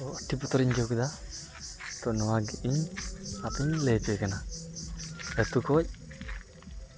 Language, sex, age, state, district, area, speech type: Santali, male, 18-30, West Bengal, Uttar Dinajpur, rural, spontaneous